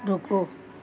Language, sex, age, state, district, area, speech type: Hindi, female, 60+, Uttar Pradesh, Azamgarh, rural, read